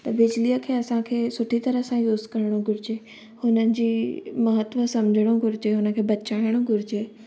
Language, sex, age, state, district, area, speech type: Sindhi, female, 18-30, Gujarat, Surat, urban, spontaneous